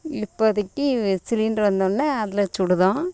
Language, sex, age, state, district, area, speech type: Tamil, female, 30-45, Tamil Nadu, Thoothukudi, rural, spontaneous